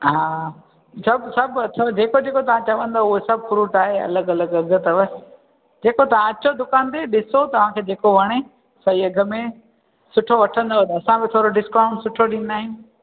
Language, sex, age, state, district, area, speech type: Sindhi, female, 45-60, Gujarat, Junagadh, rural, conversation